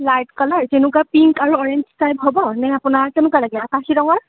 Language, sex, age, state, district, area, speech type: Assamese, female, 18-30, Assam, Kamrup Metropolitan, urban, conversation